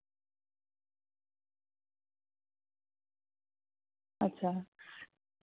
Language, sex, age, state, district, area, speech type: Santali, female, 30-45, West Bengal, Paschim Bardhaman, rural, conversation